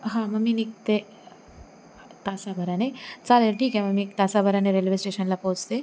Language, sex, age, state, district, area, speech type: Marathi, female, 18-30, Maharashtra, Sindhudurg, rural, spontaneous